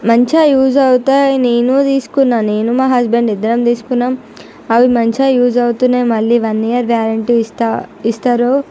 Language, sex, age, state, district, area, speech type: Telugu, female, 45-60, Andhra Pradesh, Visakhapatnam, urban, spontaneous